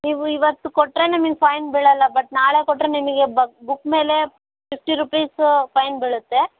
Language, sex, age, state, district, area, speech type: Kannada, female, 18-30, Karnataka, Bellary, urban, conversation